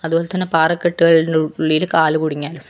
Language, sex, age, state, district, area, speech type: Malayalam, female, 30-45, Kerala, Kannur, rural, spontaneous